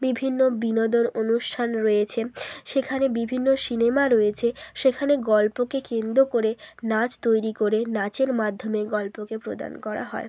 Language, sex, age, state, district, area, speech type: Bengali, female, 30-45, West Bengal, Bankura, urban, spontaneous